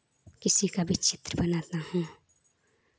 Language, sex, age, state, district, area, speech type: Hindi, female, 18-30, Uttar Pradesh, Chandauli, urban, spontaneous